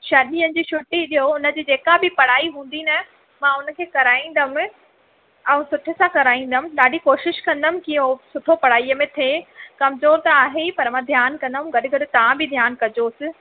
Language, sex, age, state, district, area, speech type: Sindhi, female, 30-45, Madhya Pradesh, Katni, urban, conversation